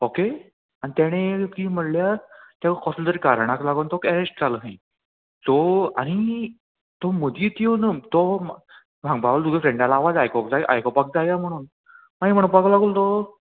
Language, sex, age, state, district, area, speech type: Goan Konkani, male, 18-30, Goa, Murmgao, rural, conversation